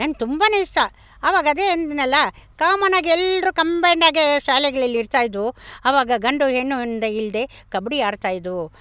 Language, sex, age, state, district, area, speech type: Kannada, female, 60+, Karnataka, Bangalore Rural, rural, spontaneous